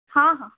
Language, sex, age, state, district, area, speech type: Odia, female, 60+, Odisha, Boudh, rural, conversation